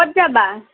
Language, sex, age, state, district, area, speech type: Assamese, female, 30-45, Assam, Kamrup Metropolitan, urban, conversation